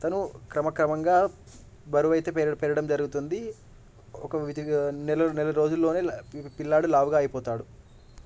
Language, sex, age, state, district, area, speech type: Telugu, male, 18-30, Telangana, Medak, rural, spontaneous